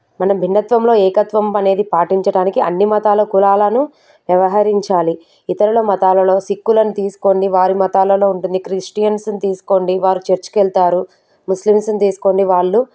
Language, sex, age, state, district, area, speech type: Telugu, female, 30-45, Telangana, Medchal, urban, spontaneous